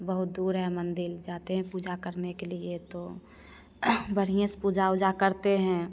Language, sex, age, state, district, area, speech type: Hindi, female, 30-45, Bihar, Begusarai, urban, spontaneous